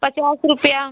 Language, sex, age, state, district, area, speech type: Hindi, female, 30-45, Uttar Pradesh, Prayagraj, rural, conversation